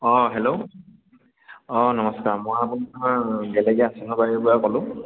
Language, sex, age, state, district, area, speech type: Assamese, male, 18-30, Assam, Sivasagar, rural, conversation